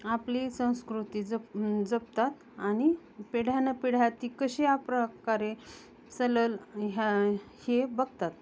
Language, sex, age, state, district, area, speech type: Marathi, female, 30-45, Maharashtra, Osmanabad, rural, spontaneous